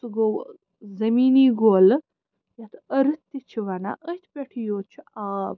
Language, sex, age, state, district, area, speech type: Kashmiri, female, 30-45, Jammu and Kashmir, Srinagar, urban, spontaneous